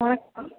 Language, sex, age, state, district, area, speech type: Tamil, female, 18-30, Tamil Nadu, Sivaganga, rural, conversation